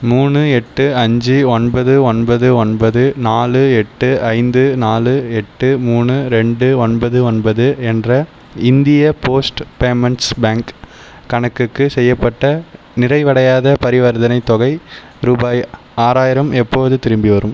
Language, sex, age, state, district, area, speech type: Tamil, male, 30-45, Tamil Nadu, Viluppuram, rural, read